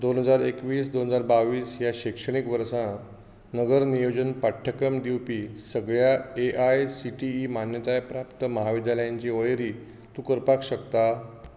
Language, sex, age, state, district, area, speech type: Goan Konkani, male, 45-60, Goa, Bardez, rural, read